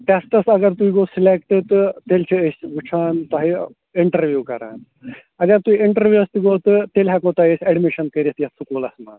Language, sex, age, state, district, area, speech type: Kashmiri, male, 30-45, Jammu and Kashmir, Ganderbal, rural, conversation